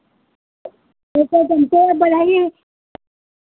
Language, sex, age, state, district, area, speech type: Hindi, female, 60+, Uttar Pradesh, Sitapur, rural, conversation